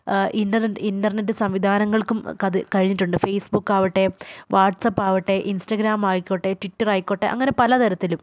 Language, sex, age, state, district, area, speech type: Malayalam, female, 18-30, Kerala, Wayanad, rural, spontaneous